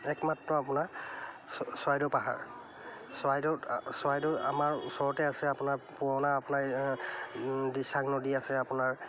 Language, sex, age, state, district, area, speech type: Assamese, male, 30-45, Assam, Charaideo, urban, spontaneous